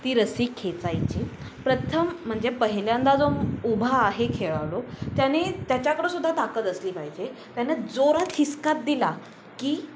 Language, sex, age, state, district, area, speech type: Marathi, female, 18-30, Maharashtra, Ratnagiri, rural, spontaneous